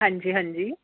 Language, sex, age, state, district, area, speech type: Punjabi, female, 30-45, Punjab, Amritsar, urban, conversation